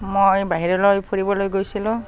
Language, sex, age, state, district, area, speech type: Assamese, female, 30-45, Assam, Barpeta, rural, spontaneous